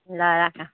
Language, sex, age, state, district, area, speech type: Nepali, female, 18-30, West Bengal, Alipurduar, urban, conversation